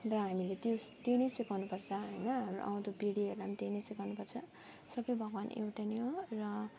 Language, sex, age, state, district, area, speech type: Nepali, female, 30-45, West Bengal, Alipurduar, rural, spontaneous